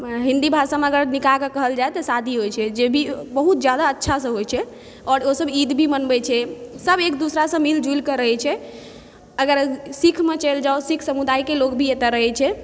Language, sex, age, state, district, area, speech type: Maithili, female, 30-45, Bihar, Supaul, urban, spontaneous